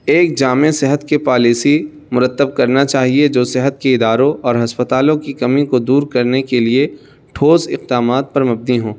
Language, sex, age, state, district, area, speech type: Urdu, male, 18-30, Uttar Pradesh, Saharanpur, urban, spontaneous